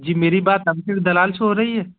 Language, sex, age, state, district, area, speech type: Hindi, male, 18-30, Madhya Pradesh, Gwalior, urban, conversation